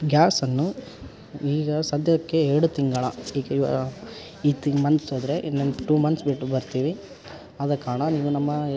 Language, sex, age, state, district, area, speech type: Kannada, male, 18-30, Karnataka, Koppal, rural, spontaneous